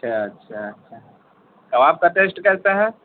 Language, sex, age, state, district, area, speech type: Urdu, male, 18-30, Bihar, Gaya, urban, conversation